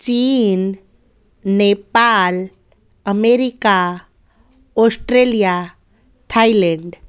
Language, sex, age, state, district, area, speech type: Sindhi, female, 30-45, Gujarat, Junagadh, rural, spontaneous